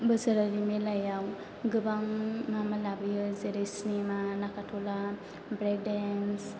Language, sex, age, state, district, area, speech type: Bodo, male, 18-30, Assam, Chirang, rural, spontaneous